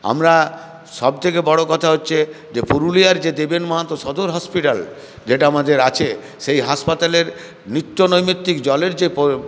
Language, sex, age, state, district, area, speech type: Bengali, male, 60+, West Bengal, Purulia, rural, spontaneous